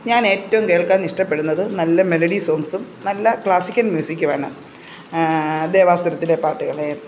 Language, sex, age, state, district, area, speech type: Malayalam, female, 45-60, Kerala, Pathanamthitta, rural, spontaneous